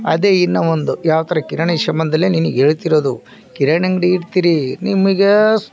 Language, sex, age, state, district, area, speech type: Kannada, male, 45-60, Karnataka, Vijayanagara, rural, spontaneous